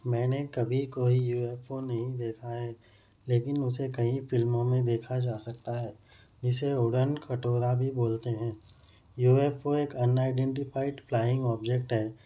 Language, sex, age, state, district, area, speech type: Urdu, male, 30-45, Telangana, Hyderabad, urban, spontaneous